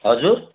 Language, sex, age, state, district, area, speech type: Nepali, male, 45-60, West Bengal, Kalimpong, rural, conversation